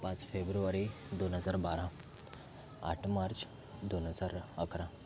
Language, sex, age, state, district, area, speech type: Marathi, male, 30-45, Maharashtra, Thane, urban, spontaneous